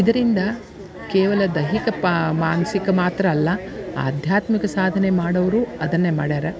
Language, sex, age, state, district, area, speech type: Kannada, female, 60+, Karnataka, Dharwad, rural, spontaneous